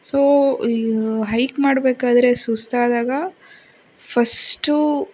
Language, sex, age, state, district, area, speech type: Kannada, female, 45-60, Karnataka, Chikkaballapur, rural, spontaneous